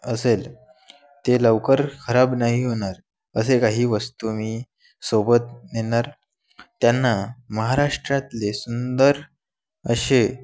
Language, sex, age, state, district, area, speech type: Marathi, male, 18-30, Maharashtra, Wardha, urban, spontaneous